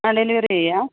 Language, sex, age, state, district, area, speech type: Malayalam, female, 45-60, Kerala, Idukki, rural, conversation